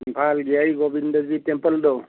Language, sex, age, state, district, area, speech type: Manipuri, male, 45-60, Manipur, Churachandpur, urban, conversation